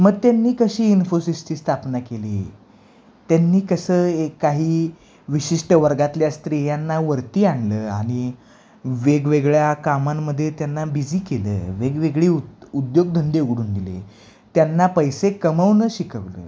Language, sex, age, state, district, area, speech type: Marathi, male, 18-30, Maharashtra, Sangli, urban, spontaneous